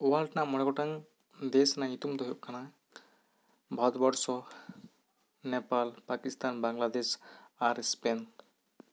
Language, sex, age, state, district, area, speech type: Santali, male, 18-30, West Bengal, Bankura, rural, spontaneous